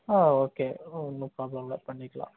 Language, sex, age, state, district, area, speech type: Tamil, male, 18-30, Tamil Nadu, Dharmapuri, rural, conversation